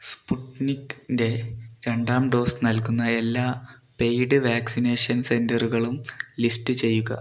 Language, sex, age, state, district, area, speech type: Malayalam, male, 30-45, Kerala, Wayanad, rural, read